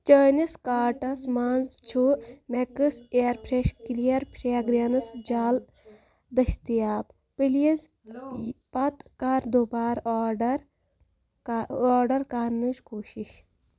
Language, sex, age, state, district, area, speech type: Kashmiri, female, 18-30, Jammu and Kashmir, Baramulla, rural, read